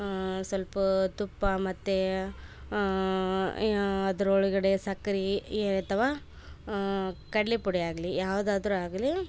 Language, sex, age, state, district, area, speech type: Kannada, female, 18-30, Karnataka, Koppal, rural, spontaneous